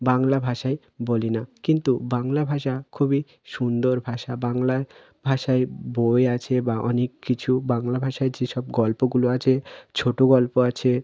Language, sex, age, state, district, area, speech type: Bengali, male, 18-30, West Bengal, South 24 Parganas, rural, spontaneous